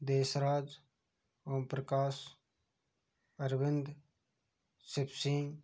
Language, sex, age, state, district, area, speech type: Hindi, male, 60+, Rajasthan, Karauli, rural, spontaneous